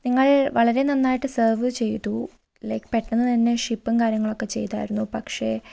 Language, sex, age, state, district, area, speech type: Malayalam, female, 30-45, Kerala, Wayanad, rural, spontaneous